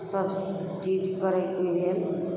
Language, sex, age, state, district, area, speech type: Maithili, female, 18-30, Bihar, Araria, rural, spontaneous